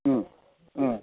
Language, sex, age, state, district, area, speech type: Manipuri, male, 30-45, Manipur, Ukhrul, rural, conversation